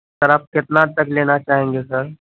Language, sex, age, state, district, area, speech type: Urdu, male, 30-45, Uttar Pradesh, Gautam Buddha Nagar, urban, conversation